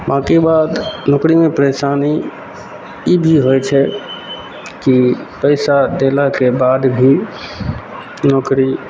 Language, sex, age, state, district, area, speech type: Maithili, male, 18-30, Bihar, Madhepura, rural, spontaneous